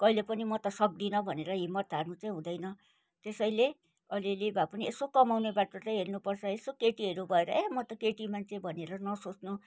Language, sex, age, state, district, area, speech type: Nepali, female, 60+, West Bengal, Kalimpong, rural, spontaneous